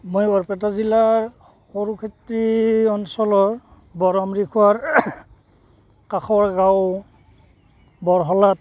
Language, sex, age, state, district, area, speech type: Assamese, male, 45-60, Assam, Barpeta, rural, spontaneous